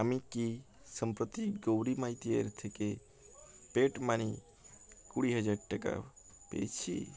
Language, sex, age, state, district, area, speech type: Bengali, male, 18-30, West Bengal, Uttar Dinajpur, urban, read